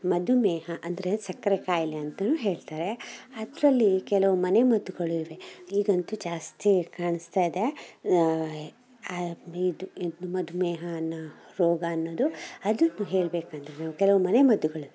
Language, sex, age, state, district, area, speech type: Kannada, male, 18-30, Karnataka, Shimoga, rural, spontaneous